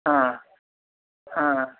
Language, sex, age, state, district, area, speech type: Kannada, male, 60+, Karnataka, Shimoga, urban, conversation